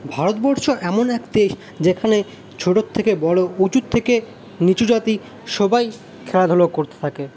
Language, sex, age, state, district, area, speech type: Bengali, male, 18-30, West Bengal, Paschim Bardhaman, rural, spontaneous